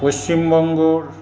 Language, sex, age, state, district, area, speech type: Bengali, male, 45-60, West Bengal, Paschim Bardhaman, urban, spontaneous